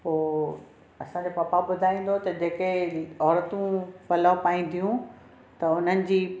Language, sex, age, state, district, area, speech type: Sindhi, other, 60+, Maharashtra, Thane, urban, spontaneous